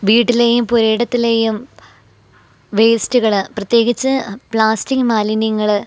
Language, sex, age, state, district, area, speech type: Malayalam, female, 18-30, Kerala, Pathanamthitta, rural, spontaneous